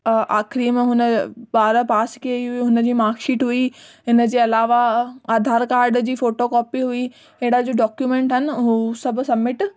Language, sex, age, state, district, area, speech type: Sindhi, female, 18-30, Rajasthan, Ajmer, rural, spontaneous